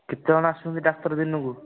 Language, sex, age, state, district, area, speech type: Odia, male, 18-30, Odisha, Nayagarh, rural, conversation